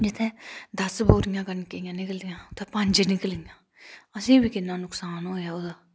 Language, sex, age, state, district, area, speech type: Dogri, female, 30-45, Jammu and Kashmir, Udhampur, rural, spontaneous